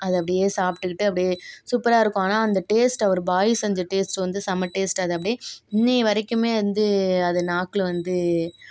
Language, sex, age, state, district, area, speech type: Tamil, female, 45-60, Tamil Nadu, Tiruvarur, rural, spontaneous